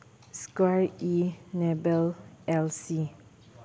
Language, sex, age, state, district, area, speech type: Manipuri, female, 30-45, Manipur, Chandel, rural, spontaneous